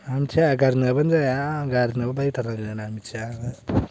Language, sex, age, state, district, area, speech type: Bodo, male, 18-30, Assam, Baksa, rural, spontaneous